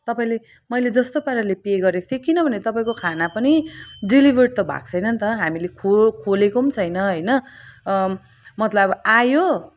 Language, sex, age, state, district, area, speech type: Nepali, female, 45-60, West Bengal, Kalimpong, rural, spontaneous